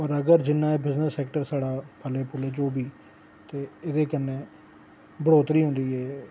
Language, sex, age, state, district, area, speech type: Dogri, male, 45-60, Jammu and Kashmir, Reasi, urban, spontaneous